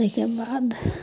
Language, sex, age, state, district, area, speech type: Maithili, female, 30-45, Bihar, Samastipur, rural, spontaneous